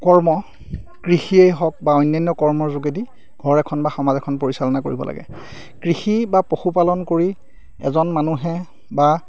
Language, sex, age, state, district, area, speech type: Assamese, male, 30-45, Assam, Majuli, urban, spontaneous